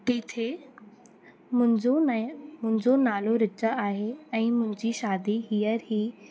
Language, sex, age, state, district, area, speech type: Sindhi, female, 18-30, Rajasthan, Ajmer, urban, spontaneous